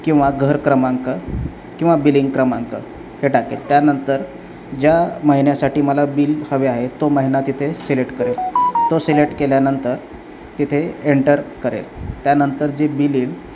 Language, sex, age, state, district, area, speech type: Marathi, male, 30-45, Maharashtra, Osmanabad, rural, spontaneous